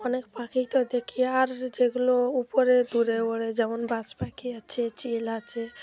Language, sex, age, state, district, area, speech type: Bengali, female, 30-45, West Bengal, Dakshin Dinajpur, urban, spontaneous